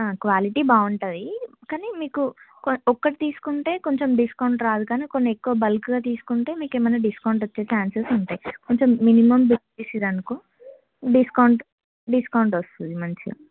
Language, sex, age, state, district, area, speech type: Telugu, female, 18-30, Telangana, Ranga Reddy, urban, conversation